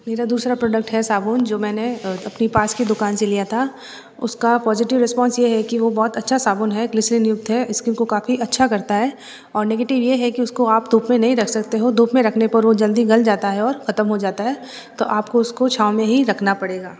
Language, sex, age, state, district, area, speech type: Hindi, female, 30-45, Rajasthan, Jodhpur, urban, spontaneous